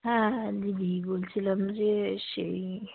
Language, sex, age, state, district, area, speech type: Bengali, female, 45-60, West Bengal, Dakshin Dinajpur, urban, conversation